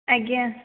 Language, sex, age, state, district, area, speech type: Odia, female, 18-30, Odisha, Dhenkanal, rural, conversation